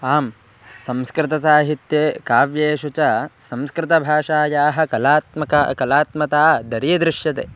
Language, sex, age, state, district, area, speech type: Sanskrit, male, 18-30, Karnataka, Bangalore Rural, rural, spontaneous